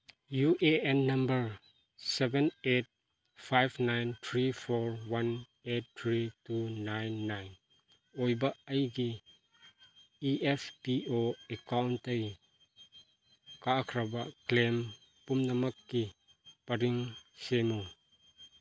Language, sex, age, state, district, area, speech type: Manipuri, male, 30-45, Manipur, Chandel, rural, read